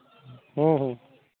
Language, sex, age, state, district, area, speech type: Santali, male, 60+, Jharkhand, East Singhbhum, rural, conversation